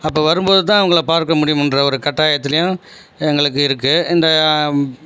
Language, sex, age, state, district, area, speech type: Tamil, male, 45-60, Tamil Nadu, Viluppuram, rural, spontaneous